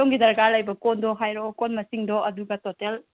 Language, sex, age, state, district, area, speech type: Manipuri, female, 30-45, Manipur, Imphal East, rural, conversation